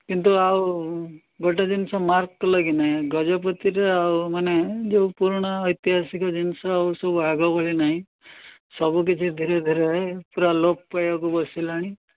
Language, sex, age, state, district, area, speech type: Odia, male, 60+, Odisha, Gajapati, rural, conversation